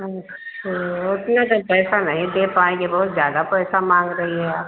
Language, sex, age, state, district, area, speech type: Hindi, female, 60+, Uttar Pradesh, Ayodhya, rural, conversation